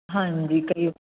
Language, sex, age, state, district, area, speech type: Punjabi, female, 45-60, Punjab, Fazilka, rural, conversation